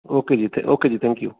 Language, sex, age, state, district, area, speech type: Punjabi, male, 45-60, Punjab, Bathinda, urban, conversation